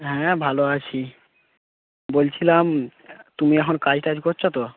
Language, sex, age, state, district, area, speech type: Bengali, male, 18-30, West Bengal, South 24 Parganas, rural, conversation